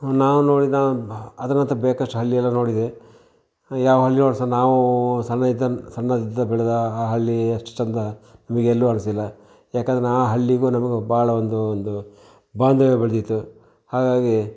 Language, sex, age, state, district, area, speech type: Kannada, male, 60+, Karnataka, Shimoga, rural, spontaneous